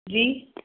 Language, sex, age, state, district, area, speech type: Sindhi, female, 45-60, Maharashtra, Thane, urban, conversation